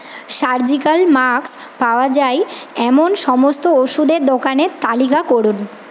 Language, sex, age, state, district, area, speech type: Bengali, female, 18-30, West Bengal, Paschim Medinipur, rural, read